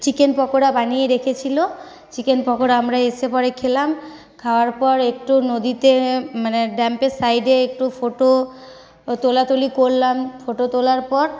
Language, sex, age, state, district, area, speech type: Bengali, female, 18-30, West Bengal, Paschim Bardhaman, rural, spontaneous